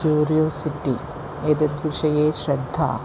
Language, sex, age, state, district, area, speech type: Sanskrit, female, 45-60, Kerala, Ernakulam, urban, spontaneous